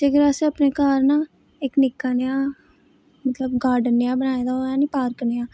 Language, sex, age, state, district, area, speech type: Dogri, female, 18-30, Jammu and Kashmir, Reasi, rural, spontaneous